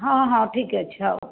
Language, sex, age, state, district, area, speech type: Odia, female, 60+, Odisha, Jajpur, rural, conversation